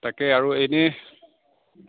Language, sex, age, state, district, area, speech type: Assamese, male, 45-60, Assam, Morigaon, rural, conversation